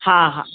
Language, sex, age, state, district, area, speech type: Sindhi, female, 45-60, Gujarat, Surat, urban, conversation